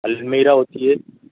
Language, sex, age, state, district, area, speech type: Urdu, male, 60+, Delhi, Central Delhi, urban, conversation